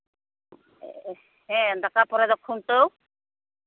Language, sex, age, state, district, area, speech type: Santali, female, 45-60, West Bengal, Uttar Dinajpur, rural, conversation